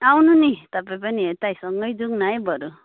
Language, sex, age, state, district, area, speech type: Nepali, female, 18-30, West Bengal, Kalimpong, rural, conversation